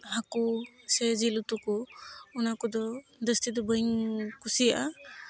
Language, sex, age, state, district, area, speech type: Santali, female, 18-30, West Bengal, Malda, rural, spontaneous